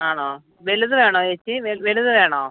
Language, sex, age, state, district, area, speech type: Malayalam, female, 30-45, Kerala, Alappuzha, rural, conversation